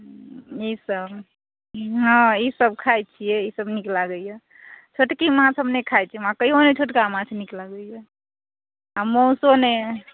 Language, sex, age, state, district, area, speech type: Maithili, female, 45-60, Bihar, Madhubani, rural, conversation